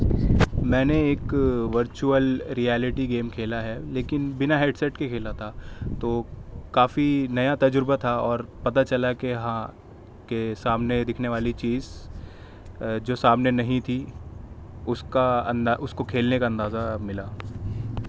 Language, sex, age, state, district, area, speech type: Urdu, male, 18-30, Delhi, Central Delhi, urban, spontaneous